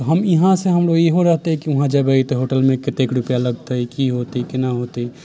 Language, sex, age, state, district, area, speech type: Maithili, male, 18-30, Bihar, Sitamarhi, rural, spontaneous